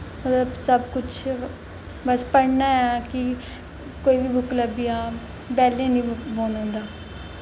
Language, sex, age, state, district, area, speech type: Dogri, female, 18-30, Jammu and Kashmir, Jammu, urban, spontaneous